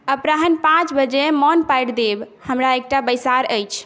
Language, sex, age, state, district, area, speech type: Maithili, other, 18-30, Bihar, Saharsa, rural, read